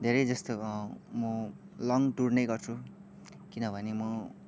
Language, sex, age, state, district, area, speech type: Nepali, male, 18-30, West Bengal, Kalimpong, rural, spontaneous